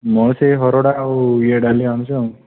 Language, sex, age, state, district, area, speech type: Odia, male, 18-30, Odisha, Kandhamal, rural, conversation